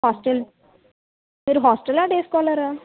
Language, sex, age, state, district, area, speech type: Telugu, female, 30-45, Andhra Pradesh, Kakinada, rural, conversation